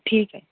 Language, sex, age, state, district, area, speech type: Marathi, male, 18-30, Maharashtra, Wardha, rural, conversation